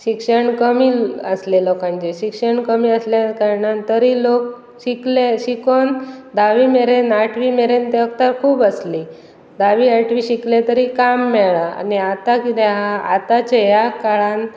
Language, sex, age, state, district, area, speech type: Goan Konkani, female, 30-45, Goa, Pernem, rural, spontaneous